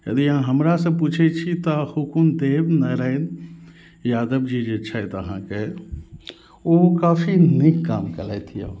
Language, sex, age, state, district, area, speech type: Maithili, male, 30-45, Bihar, Madhubani, rural, spontaneous